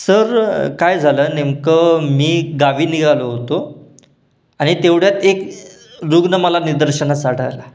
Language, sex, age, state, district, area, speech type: Marathi, male, 18-30, Maharashtra, Satara, urban, spontaneous